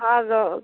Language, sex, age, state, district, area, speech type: Odia, female, 18-30, Odisha, Kalahandi, rural, conversation